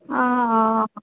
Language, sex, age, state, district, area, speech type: Assamese, female, 45-60, Assam, Nagaon, rural, conversation